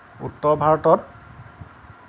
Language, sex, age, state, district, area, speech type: Assamese, male, 30-45, Assam, Lakhimpur, rural, spontaneous